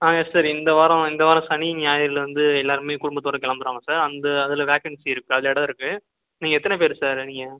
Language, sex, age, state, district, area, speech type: Tamil, male, 18-30, Tamil Nadu, Pudukkottai, rural, conversation